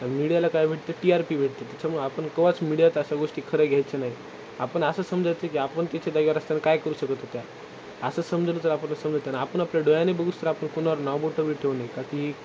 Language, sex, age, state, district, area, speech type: Marathi, male, 30-45, Maharashtra, Nanded, rural, spontaneous